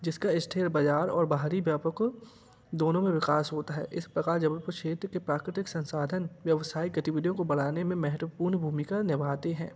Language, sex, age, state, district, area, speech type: Hindi, male, 18-30, Madhya Pradesh, Jabalpur, urban, spontaneous